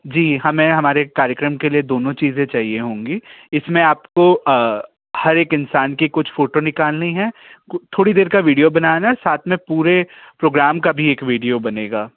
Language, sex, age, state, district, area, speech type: Hindi, male, 18-30, Madhya Pradesh, Bhopal, urban, conversation